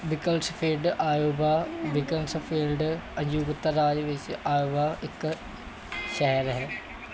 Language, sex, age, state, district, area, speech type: Punjabi, male, 18-30, Punjab, Mansa, urban, read